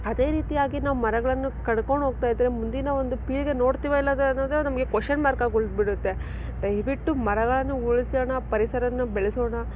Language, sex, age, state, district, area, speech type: Kannada, female, 18-30, Karnataka, Chikkaballapur, rural, spontaneous